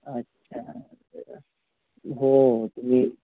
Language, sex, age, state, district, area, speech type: Marathi, female, 18-30, Maharashtra, Nashik, urban, conversation